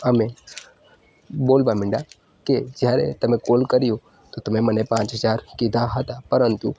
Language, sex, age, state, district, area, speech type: Gujarati, male, 18-30, Gujarat, Narmada, rural, spontaneous